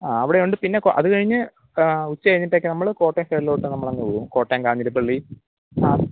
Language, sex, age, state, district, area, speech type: Malayalam, male, 18-30, Kerala, Pathanamthitta, rural, conversation